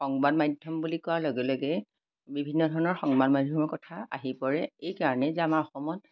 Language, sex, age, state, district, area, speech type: Assamese, female, 60+, Assam, Majuli, urban, spontaneous